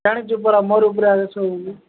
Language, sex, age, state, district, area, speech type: Odia, male, 45-60, Odisha, Nabarangpur, rural, conversation